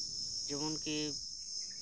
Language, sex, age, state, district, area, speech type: Santali, male, 18-30, West Bengal, Birbhum, rural, spontaneous